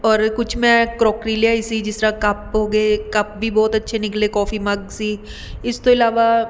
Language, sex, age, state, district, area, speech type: Punjabi, female, 30-45, Punjab, Mohali, urban, spontaneous